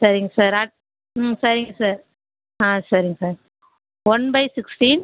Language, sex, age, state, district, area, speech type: Tamil, female, 30-45, Tamil Nadu, Viluppuram, rural, conversation